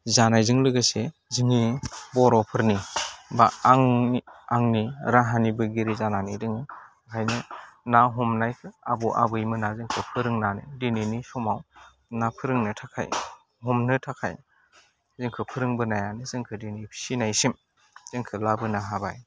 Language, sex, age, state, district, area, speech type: Bodo, male, 30-45, Assam, Udalguri, rural, spontaneous